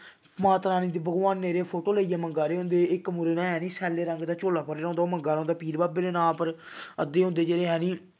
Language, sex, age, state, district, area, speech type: Dogri, male, 18-30, Jammu and Kashmir, Samba, rural, spontaneous